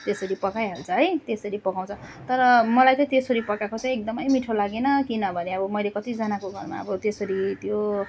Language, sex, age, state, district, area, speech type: Nepali, female, 30-45, West Bengal, Darjeeling, rural, spontaneous